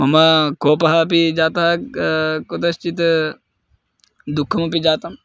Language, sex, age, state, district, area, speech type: Sanskrit, male, 18-30, Karnataka, Bagalkot, rural, spontaneous